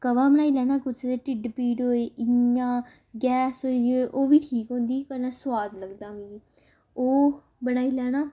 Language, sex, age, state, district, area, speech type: Dogri, female, 18-30, Jammu and Kashmir, Samba, urban, spontaneous